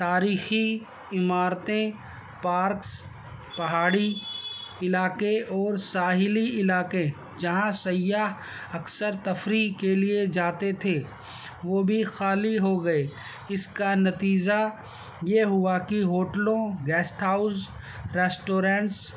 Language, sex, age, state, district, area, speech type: Urdu, male, 60+, Delhi, North East Delhi, urban, spontaneous